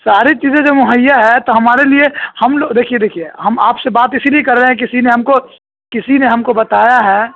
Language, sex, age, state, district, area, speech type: Urdu, male, 18-30, Uttar Pradesh, Saharanpur, urban, conversation